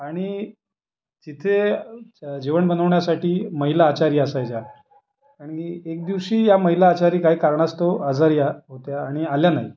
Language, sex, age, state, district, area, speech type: Marathi, male, 30-45, Maharashtra, Raigad, rural, spontaneous